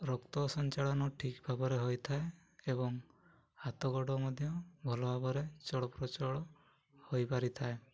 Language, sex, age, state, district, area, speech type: Odia, male, 18-30, Odisha, Mayurbhanj, rural, spontaneous